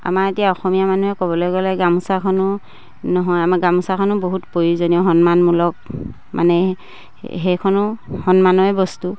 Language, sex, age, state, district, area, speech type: Assamese, female, 30-45, Assam, Dibrugarh, rural, spontaneous